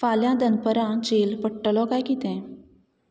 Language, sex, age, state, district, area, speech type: Goan Konkani, female, 30-45, Goa, Canacona, rural, read